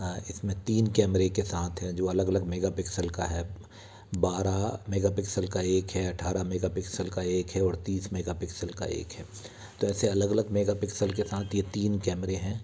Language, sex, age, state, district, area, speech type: Hindi, male, 60+, Madhya Pradesh, Bhopal, urban, spontaneous